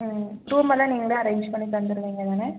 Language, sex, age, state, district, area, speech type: Tamil, female, 18-30, Tamil Nadu, Nilgiris, rural, conversation